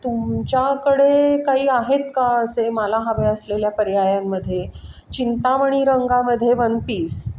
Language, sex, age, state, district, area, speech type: Marathi, female, 45-60, Maharashtra, Pune, urban, spontaneous